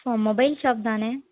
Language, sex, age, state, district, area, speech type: Tamil, female, 18-30, Tamil Nadu, Tiruchirappalli, rural, conversation